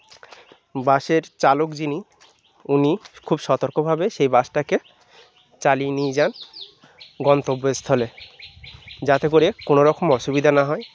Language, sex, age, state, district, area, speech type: Bengali, male, 30-45, West Bengal, Birbhum, urban, spontaneous